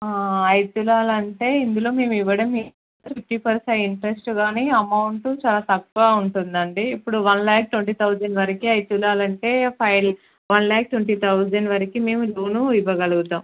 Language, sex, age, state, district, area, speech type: Telugu, female, 18-30, Andhra Pradesh, Visakhapatnam, urban, conversation